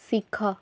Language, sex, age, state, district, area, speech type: Odia, female, 18-30, Odisha, Cuttack, urban, read